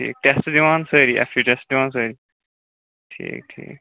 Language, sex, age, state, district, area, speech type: Kashmiri, male, 18-30, Jammu and Kashmir, Shopian, rural, conversation